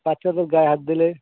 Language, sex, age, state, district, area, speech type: Bengali, male, 18-30, West Bengal, Cooch Behar, urban, conversation